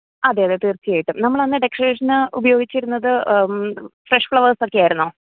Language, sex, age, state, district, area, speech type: Malayalam, female, 30-45, Kerala, Idukki, rural, conversation